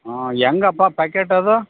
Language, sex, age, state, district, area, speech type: Kannada, male, 45-60, Karnataka, Bellary, rural, conversation